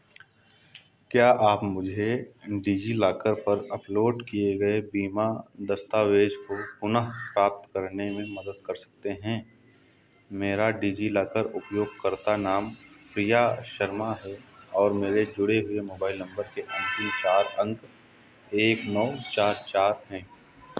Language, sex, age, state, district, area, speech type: Hindi, male, 30-45, Uttar Pradesh, Hardoi, rural, read